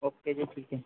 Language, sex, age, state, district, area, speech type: Hindi, male, 30-45, Madhya Pradesh, Harda, urban, conversation